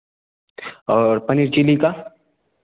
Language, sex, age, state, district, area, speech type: Hindi, male, 18-30, Bihar, Begusarai, rural, conversation